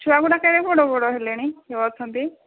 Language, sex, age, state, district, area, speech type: Odia, female, 45-60, Odisha, Angul, rural, conversation